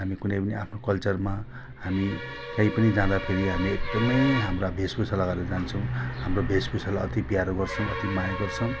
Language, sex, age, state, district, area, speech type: Nepali, male, 45-60, West Bengal, Jalpaiguri, rural, spontaneous